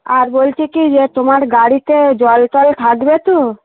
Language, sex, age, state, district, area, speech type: Bengali, female, 30-45, West Bengal, Darjeeling, urban, conversation